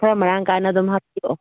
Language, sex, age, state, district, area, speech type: Manipuri, female, 30-45, Manipur, Kangpokpi, urban, conversation